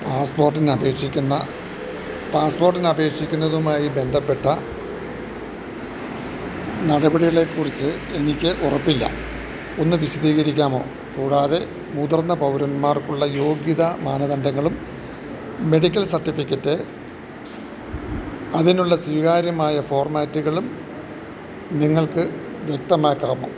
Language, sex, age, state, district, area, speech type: Malayalam, male, 60+, Kerala, Idukki, rural, read